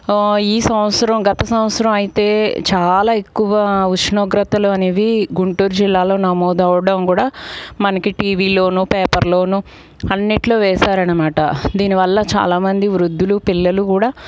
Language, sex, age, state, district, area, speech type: Telugu, female, 45-60, Andhra Pradesh, Guntur, urban, spontaneous